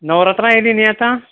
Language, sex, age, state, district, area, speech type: Goan Konkani, male, 45-60, Goa, Ponda, rural, conversation